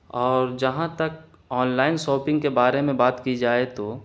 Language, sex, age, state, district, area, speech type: Urdu, male, 18-30, Bihar, Gaya, urban, spontaneous